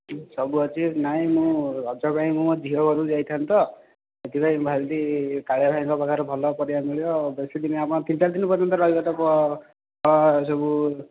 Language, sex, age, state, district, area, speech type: Odia, male, 18-30, Odisha, Jajpur, rural, conversation